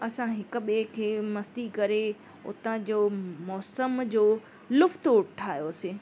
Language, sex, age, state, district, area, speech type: Sindhi, female, 30-45, Maharashtra, Mumbai Suburban, urban, spontaneous